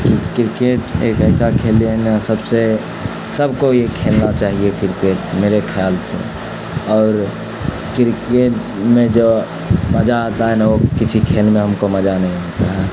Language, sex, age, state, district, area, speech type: Urdu, male, 18-30, Bihar, Khagaria, rural, spontaneous